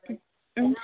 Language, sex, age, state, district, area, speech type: Tamil, female, 18-30, Tamil Nadu, Tiruppur, rural, conversation